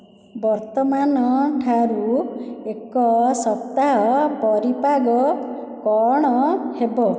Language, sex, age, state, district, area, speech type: Odia, female, 30-45, Odisha, Dhenkanal, rural, read